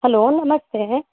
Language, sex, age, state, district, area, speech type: Kannada, female, 18-30, Karnataka, Uttara Kannada, rural, conversation